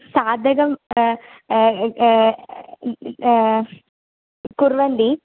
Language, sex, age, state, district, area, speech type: Sanskrit, female, 18-30, Kerala, Kannur, rural, conversation